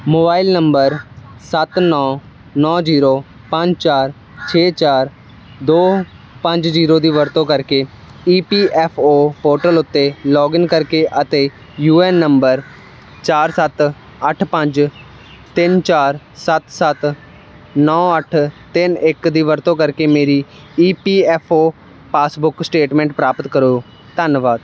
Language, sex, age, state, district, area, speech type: Punjabi, male, 18-30, Punjab, Ludhiana, rural, read